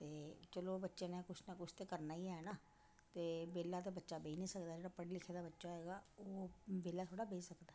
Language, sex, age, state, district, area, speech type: Dogri, female, 60+, Jammu and Kashmir, Reasi, rural, spontaneous